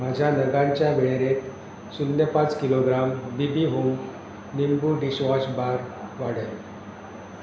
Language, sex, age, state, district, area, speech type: Goan Konkani, male, 30-45, Goa, Pernem, rural, read